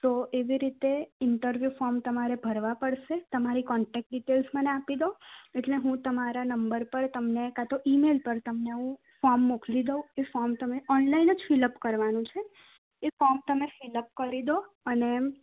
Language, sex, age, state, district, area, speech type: Gujarati, female, 18-30, Gujarat, Kheda, rural, conversation